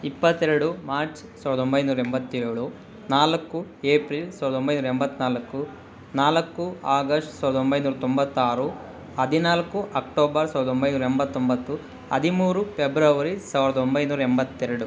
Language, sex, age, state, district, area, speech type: Kannada, male, 60+, Karnataka, Kolar, rural, spontaneous